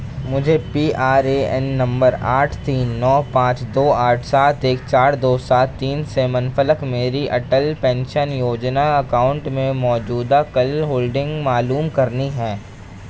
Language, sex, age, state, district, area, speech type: Urdu, male, 18-30, Delhi, East Delhi, urban, read